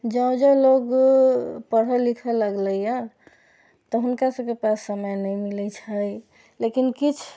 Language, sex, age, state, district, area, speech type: Maithili, female, 60+, Bihar, Sitamarhi, urban, spontaneous